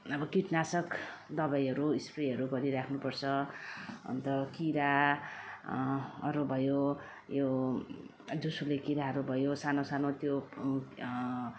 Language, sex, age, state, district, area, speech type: Nepali, female, 45-60, West Bengal, Darjeeling, rural, spontaneous